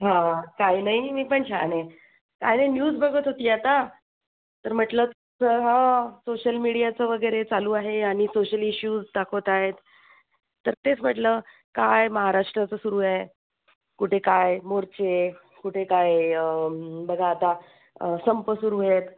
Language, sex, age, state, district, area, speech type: Marathi, female, 45-60, Maharashtra, Buldhana, rural, conversation